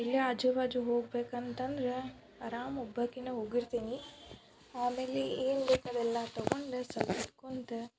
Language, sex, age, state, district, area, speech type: Kannada, female, 18-30, Karnataka, Dharwad, urban, spontaneous